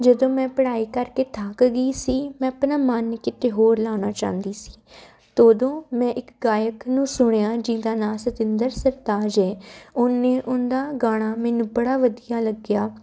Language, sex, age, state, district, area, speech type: Punjabi, female, 18-30, Punjab, Jalandhar, urban, spontaneous